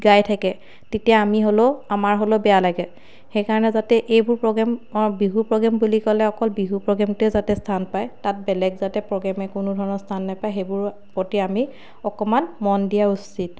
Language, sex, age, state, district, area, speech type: Assamese, female, 30-45, Assam, Sivasagar, rural, spontaneous